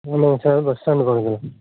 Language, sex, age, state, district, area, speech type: Tamil, male, 45-60, Tamil Nadu, Madurai, urban, conversation